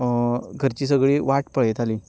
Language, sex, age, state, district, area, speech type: Goan Konkani, male, 30-45, Goa, Canacona, rural, spontaneous